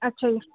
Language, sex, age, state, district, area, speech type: Punjabi, female, 18-30, Punjab, Ludhiana, urban, conversation